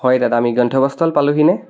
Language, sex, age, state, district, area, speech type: Assamese, male, 18-30, Assam, Biswanath, rural, spontaneous